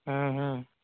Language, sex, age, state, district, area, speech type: Maithili, male, 30-45, Bihar, Darbhanga, rural, conversation